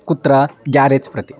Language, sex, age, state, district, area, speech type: Sanskrit, male, 18-30, Karnataka, Chitradurga, rural, spontaneous